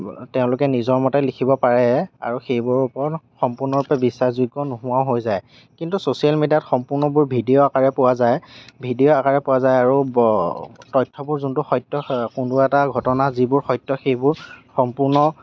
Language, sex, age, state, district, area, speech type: Assamese, male, 18-30, Assam, Lakhimpur, rural, spontaneous